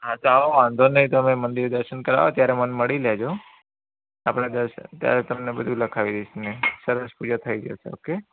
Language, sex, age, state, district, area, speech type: Gujarati, male, 30-45, Gujarat, Surat, urban, conversation